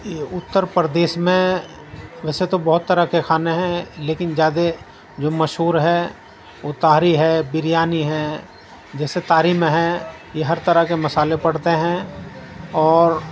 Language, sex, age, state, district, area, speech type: Urdu, male, 60+, Uttar Pradesh, Muzaffarnagar, urban, spontaneous